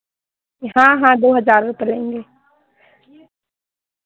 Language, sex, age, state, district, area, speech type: Hindi, female, 18-30, Madhya Pradesh, Seoni, urban, conversation